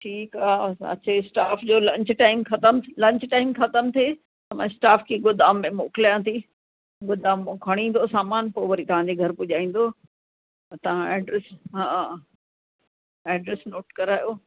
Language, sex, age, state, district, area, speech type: Sindhi, female, 60+, Uttar Pradesh, Lucknow, rural, conversation